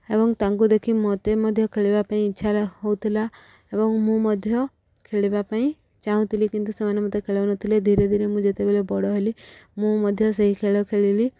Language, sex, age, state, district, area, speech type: Odia, female, 18-30, Odisha, Subarnapur, urban, spontaneous